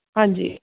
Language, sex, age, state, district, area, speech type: Punjabi, female, 30-45, Punjab, Gurdaspur, rural, conversation